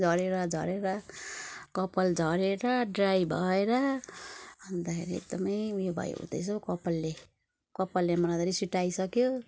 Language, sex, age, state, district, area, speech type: Nepali, female, 45-60, West Bengal, Darjeeling, rural, spontaneous